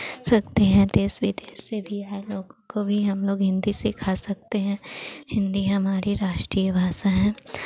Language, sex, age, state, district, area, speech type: Hindi, female, 30-45, Uttar Pradesh, Pratapgarh, rural, spontaneous